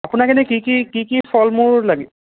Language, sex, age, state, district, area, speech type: Assamese, male, 18-30, Assam, Sonitpur, rural, conversation